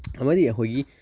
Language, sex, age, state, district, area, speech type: Manipuri, male, 18-30, Manipur, Kakching, rural, spontaneous